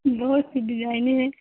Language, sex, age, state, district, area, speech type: Urdu, female, 18-30, Uttar Pradesh, Mirzapur, rural, conversation